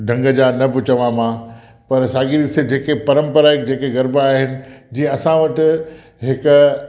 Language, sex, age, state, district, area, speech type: Sindhi, male, 60+, Gujarat, Kutch, urban, spontaneous